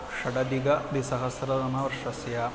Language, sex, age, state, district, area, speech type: Sanskrit, male, 30-45, Kerala, Ernakulam, urban, spontaneous